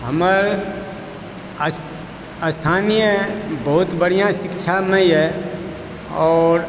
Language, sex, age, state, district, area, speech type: Maithili, male, 45-60, Bihar, Supaul, rural, spontaneous